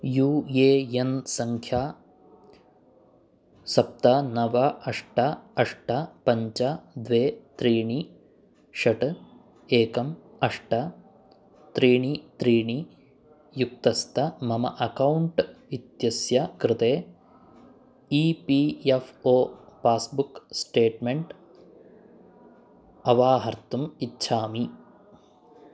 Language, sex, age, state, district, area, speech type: Sanskrit, male, 18-30, Karnataka, Chikkamagaluru, urban, read